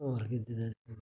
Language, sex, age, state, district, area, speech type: Dogri, male, 30-45, Jammu and Kashmir, Reasi, urban, spontaneous